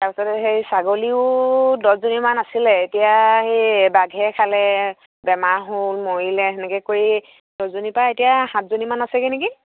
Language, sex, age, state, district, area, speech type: Assamese, female, 30-45, Assam, Sivasagar, rural, conversation